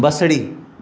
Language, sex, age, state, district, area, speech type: Sindhi, male, 45-60, Maharashtra, Mumbai Suburban, urban, read